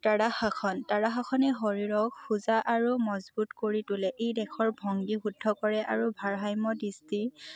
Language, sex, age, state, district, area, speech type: Assamese, female, 18-30, Assam, Lakhimpur, urban, spontaneous